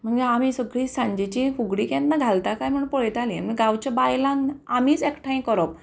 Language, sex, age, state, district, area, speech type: Goan Konkani, female, 30-45, Goa, Quepem, rural, spontaneous